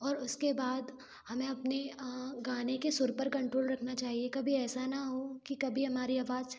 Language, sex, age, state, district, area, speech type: Hindi, female, 18-30, Madhya Pradesh, Gwalior, urban, spontaneous